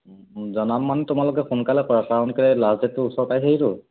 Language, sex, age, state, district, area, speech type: Assamese, male, 30-45, Assam, Lakhimpur, urban, conversation